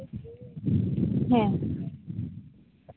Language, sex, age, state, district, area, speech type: Santali, female, 18-30, West Bengal, Paschim Bardhaman, rural, conversation